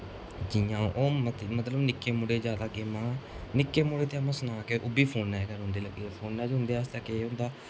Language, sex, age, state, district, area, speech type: Dogri, male, 18-30, Jammu and Kashmir, Kathua, rural, spontaneous